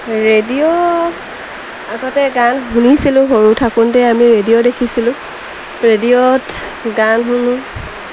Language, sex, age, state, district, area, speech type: Assamese, female, 30-45, Assam, Lakhimpur, rural, spontaneous